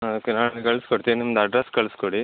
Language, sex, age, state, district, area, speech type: Kannada, male, 60+, Karnataka, Bangalore Rural, rural, conversation